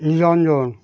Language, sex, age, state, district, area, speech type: Bengali, male, 60+, West Bengal, Birbhum, urban, spontaneous